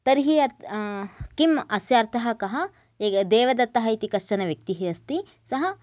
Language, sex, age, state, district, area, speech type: Sanskrit, female, 18-30, Karnataka, Gadag, urban, spontaneous